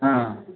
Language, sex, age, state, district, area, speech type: Hindi, male, 45-60, Madhya Pradesh, Ujjain, urban, conversation